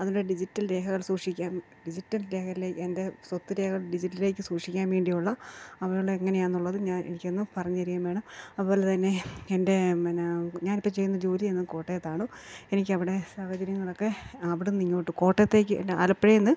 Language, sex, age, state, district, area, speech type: Malayalam, female, 45-60, Kerala, Kottayam, urban, spontaneous